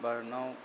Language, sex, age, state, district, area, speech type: Bodo, male, 30-45, Assam, Chirang, rural, spontaneous